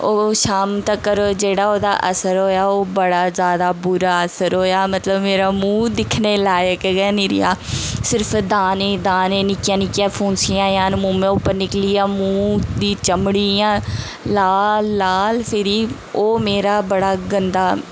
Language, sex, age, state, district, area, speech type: Dogri, female, 18-30, Jammu and Kashmir, Jammu, rural, spontaneous